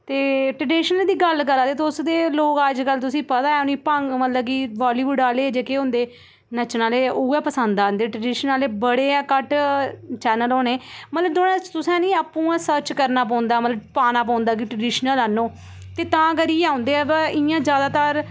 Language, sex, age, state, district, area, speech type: Dogri, female, 30-45, Jammu and Kashmir, Udhampur, urban, spontaneous